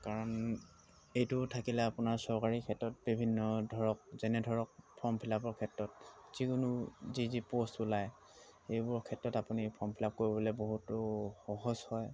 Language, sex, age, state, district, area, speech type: Assamese, male, 45-60, Assam, Dhemaji, rural, spontaneous